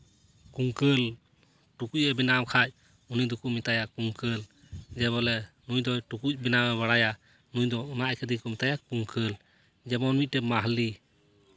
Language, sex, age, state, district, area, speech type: Santali, male, 30-45, West Bengal, Paschim Bardhaman, rural, spontaneous